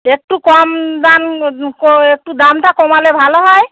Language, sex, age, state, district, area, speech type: Bengali, female, 30-45, West Bengal, Howrah, urban, conversation